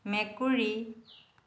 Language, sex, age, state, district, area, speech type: Assamese, female, 45-60, Assam, Dhemaji, rural, read